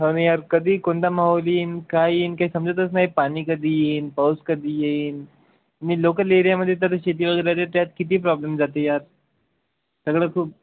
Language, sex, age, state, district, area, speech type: Marathi, male, 18-30, Maharashtra, Wardha, rural, conversation